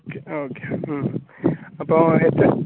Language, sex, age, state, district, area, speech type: Malayalam, male, 18-30, Kerala, Wayanad, rural, conversation